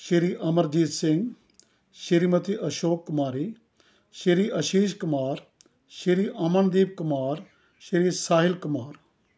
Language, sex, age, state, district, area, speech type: Punjabi, male, 60+, Punjab, Rupnagar, rural, spontaneous